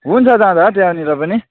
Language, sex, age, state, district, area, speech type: Nepali, male, 30-45, West Bengal, Jalpaiguri, rural, conversation